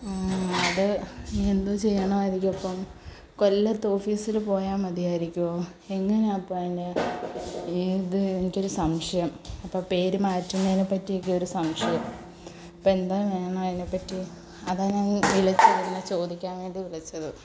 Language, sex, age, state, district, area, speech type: Malayalam, female, 18-30, Kerala, Kollam, urban, spontaneous